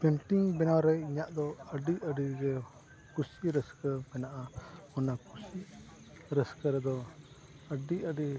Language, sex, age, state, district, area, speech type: Santali, male, 45-60, Odisha, Mayurbhanj, rural, spontaneous